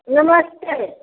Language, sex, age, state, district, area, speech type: Hindi, female, 45-60, Uttar Pradesh, Ghazipur, rural, conversation